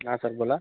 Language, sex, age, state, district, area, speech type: Marathi, male, 30-45, Maharashtra, Akola, rural, conversation